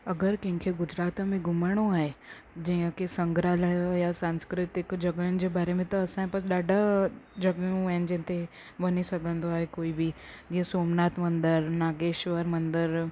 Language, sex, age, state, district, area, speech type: Sindhi, female, 18-30, Gujarat, Surat, urban, spontaneous